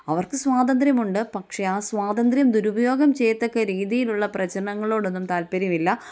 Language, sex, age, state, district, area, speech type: Malayalam, female, 30-45, Kerala, Kottayam, rural, spontaneous